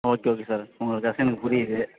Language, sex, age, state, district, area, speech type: Tamil, male, 30-45, Tamil Nadu, Madurai, urban, conversation